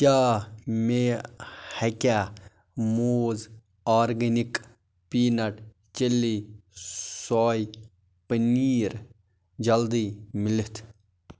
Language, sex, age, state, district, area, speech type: Kashmiri, male, 45-60, Jammu and Kashmir, Baramulla, rural, read